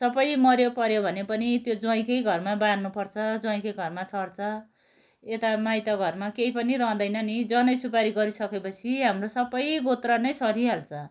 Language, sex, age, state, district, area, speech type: Nepali, female, 60+, West Bengal, Kalimpong, rural, spontaneous